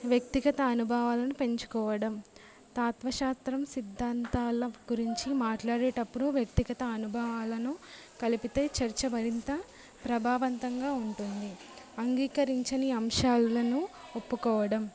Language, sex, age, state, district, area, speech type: Telugu, female, 18-30, Telangana, Jangaon, urban, spontaneous